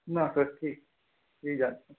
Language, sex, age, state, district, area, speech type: Hindi, male, 30-45, Madhya Pradesh, Balaghat, rural, conversation